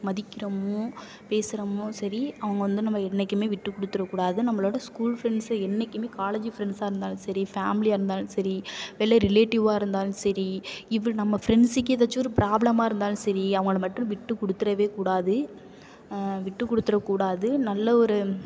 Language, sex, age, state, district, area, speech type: Tamil, female, 18-30, Tamil Nadu, Nagapattinam, rural, spontaneous